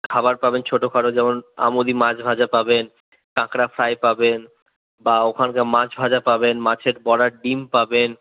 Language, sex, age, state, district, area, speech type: Bengali, male, 30-45, West Bengal, Purulia, urban, conversation